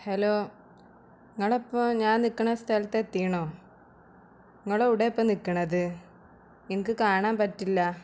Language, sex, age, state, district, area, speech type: Malayalam, female, 18-30, Kerala, Malappuram, rural, spontaneous